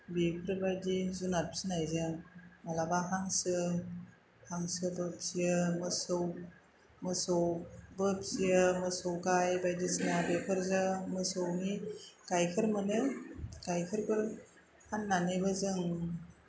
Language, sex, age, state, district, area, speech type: Bodo, female, 30-45, Assam, Chirang, urban, spontaneous